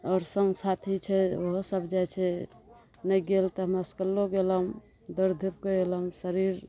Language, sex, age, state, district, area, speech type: Maithili, female, 60+, Bihar, Araria, rural, spontaneous